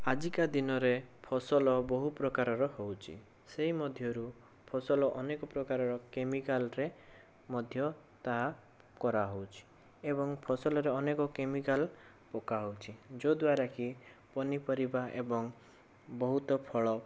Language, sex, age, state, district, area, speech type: Odia, male, 18-30, Odisha, Bhadrak, rural, spontaneous